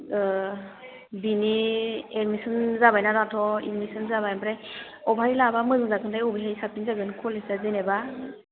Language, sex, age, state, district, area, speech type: Bodo, female, 18-30, Assam, Chirang, rural, conversation